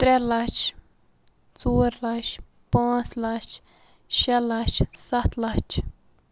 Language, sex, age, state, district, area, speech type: Kashmiri, female, 45-60, Jammu and Kashmir, Baramulla, rural, spontaneous